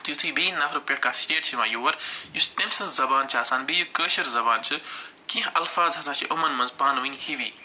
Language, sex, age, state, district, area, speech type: Kashmiri, male, 45-60, Jammu and Kashmir, Budgam, urban, spontaneous